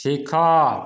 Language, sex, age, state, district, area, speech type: Odia, male, 30-45, Odisha, Dhenkanal, rural, read